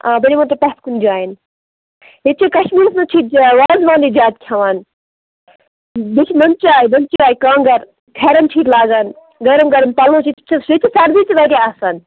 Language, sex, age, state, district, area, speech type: Kashmiri, female, 18-30, Jammu and Kashmir, Baramulla, rural, conversation